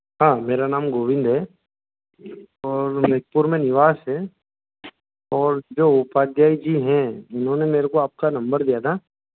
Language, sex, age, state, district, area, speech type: Hindi, male, 30-45, Madhya Pradesh, Ujjain, rural, conversation